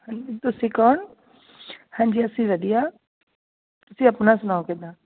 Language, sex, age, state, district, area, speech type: Punjabi, female, 30-45, Punjab, Jalandhar, rural, conversation